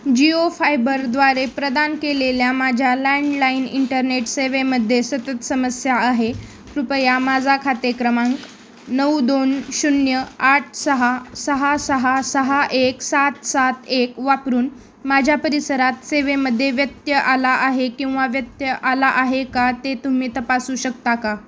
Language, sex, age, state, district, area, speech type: Marathi, female, 18-30, Maharashtra, Osmanabad, rural, read